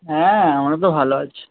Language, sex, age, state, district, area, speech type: Bengali, male, 18-30, West Bengal, Uttar Dinajpur, urban, conversation